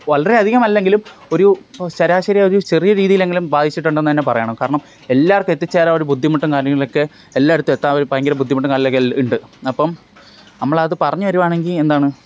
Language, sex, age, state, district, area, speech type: Malayalam, male, 18-30, Kerala, Kollam, rural, spontaneous